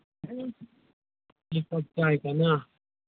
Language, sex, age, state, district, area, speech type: Hindi, male, 18-30, Bihar, Vaishali, rural, conversation